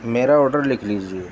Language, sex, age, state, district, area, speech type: Urdu, male, 30-45, Delhi, Central Delhi, urban, spontaneous